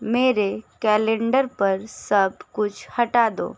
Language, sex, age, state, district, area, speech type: Hindi, female, 18-30, Uttar Pradesh, Sonbhadra, rural, read